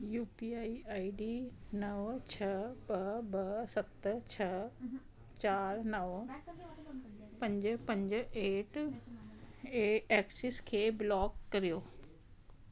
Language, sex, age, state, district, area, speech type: Sindhi, female, 45-60, Delhi, South Delhi, rural, read